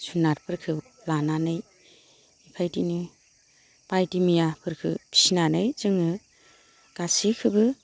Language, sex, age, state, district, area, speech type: Bodo, female, 45-60, Assam, Baksa, rural, spontaneous